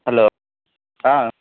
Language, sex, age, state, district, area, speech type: Tamil, male, 45-60, Tamil Nadu, Cuddalore, rural, conversation